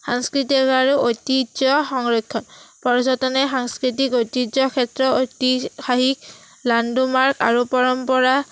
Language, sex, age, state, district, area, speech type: Assamese, female, 18-30, Assam, Udalguri, rural, spontaneous